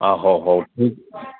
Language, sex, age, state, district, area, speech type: Odia, male, 60+, Odisha, Jharsuguda, rural, conversation